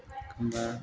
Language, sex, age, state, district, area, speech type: Bodo, male, 45-60, Assam, Chirang, rural, spontaneous